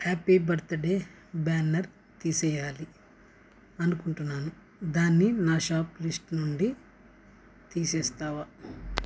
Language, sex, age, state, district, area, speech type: Telugu, male, 30-45, Andhra Pradesh, West Godavari, rural, read